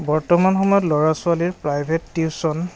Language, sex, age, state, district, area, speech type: Assamese, male, 30-45, Assam, Goalpara, urban, spontaneous